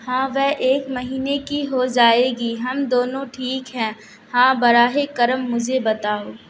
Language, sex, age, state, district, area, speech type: Urdu, female, 30-45, Bihar, Supaul, rural, read